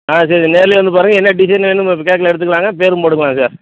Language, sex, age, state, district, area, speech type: Tamil, male, 45-60, Tamil Nadu, Madurai, rural, conversation